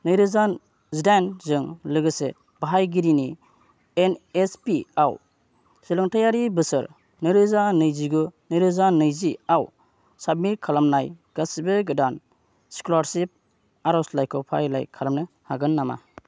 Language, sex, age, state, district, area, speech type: Bodo, male, 30-45, Assam, Kokrajhar, rural, read